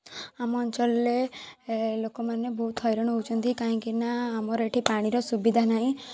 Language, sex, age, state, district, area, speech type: Odia, female, 18-30, Odisha, Kendujhar, urban, spontaneous